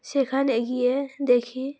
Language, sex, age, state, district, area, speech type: Bengali, female, 18-30, West Bengal, Uttar Dinajpur, urban, spontaneous